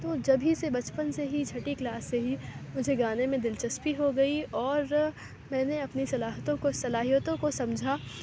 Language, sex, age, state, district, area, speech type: Urdu, female, 18-30, Uttar Pradesh, Aligarh, urban, spontaneous